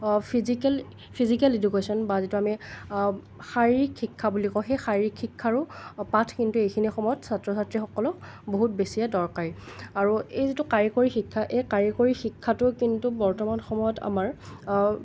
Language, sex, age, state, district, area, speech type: Assamese, male, 30-45, Assam, Nalbari, rural, spontaneous